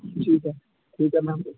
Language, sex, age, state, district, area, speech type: Hindi, male, 18-30, Bihar, Muzaffarpur, rural, conversation